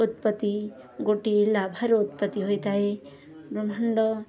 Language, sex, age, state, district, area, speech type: Odia, female, 18-30, Odisha, Subarnapur, urban, spontaneous